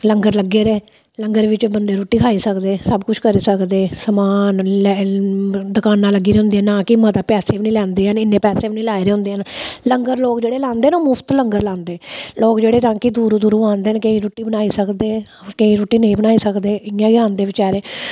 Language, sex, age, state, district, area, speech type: Dogri, female, 45-60, Jammu and Kashmir, Samba, rural, spontaneous